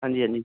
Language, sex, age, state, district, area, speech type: Punjabi, male, 30-45, Punjab, Muktsar, urban, conversation